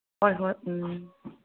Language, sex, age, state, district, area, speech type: Manipuri, female, 60+, Manipur, Kangpokpi, urban, conversation